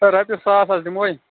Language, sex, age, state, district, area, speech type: Kashmiri, male, 18-30, Jammu and Kashmir, Budgam, rural, conversation